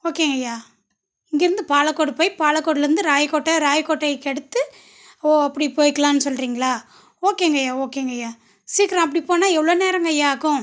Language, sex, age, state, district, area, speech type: Tamil, female, 30-45, Tamil Nadu, Dharmapuri, rural, spontaneous